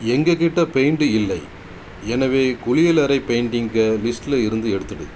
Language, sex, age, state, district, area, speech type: Tamil, male, 30-45, Tamil Nadu, Cuddalore, rural, read